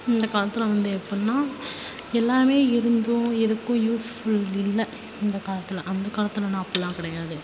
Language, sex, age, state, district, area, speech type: Tamil, female, 18-30, Tamil Nadu, Tiruvarur, rural, spontaneous